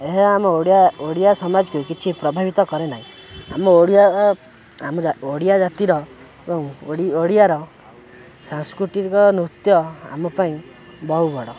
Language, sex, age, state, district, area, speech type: Odia, male, 18-30, Odisha, Kendrapara, urban, spontaneous